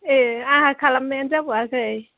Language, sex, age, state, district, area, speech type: Bodo, female, 30-45, Assam, Chirang, urban, conversation